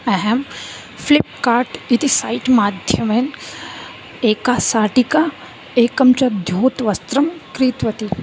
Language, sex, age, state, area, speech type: Sanskrit, female, 18-30, Rajasthan, rural, spontaneous